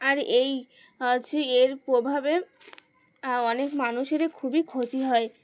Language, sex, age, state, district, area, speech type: Bengali, female, 18-30, West Bengal, Uttar Dinajpur, urban, spontaneous